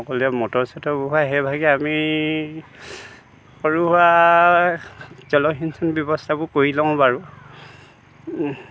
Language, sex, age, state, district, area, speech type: Assamese, male, 60+, Assam, Dhemaji, rural, spontaneous